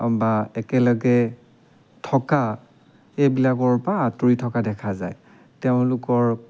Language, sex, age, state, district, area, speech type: Assamese, male, 30-45, Assam, Dibrugarh, rural, spontaneous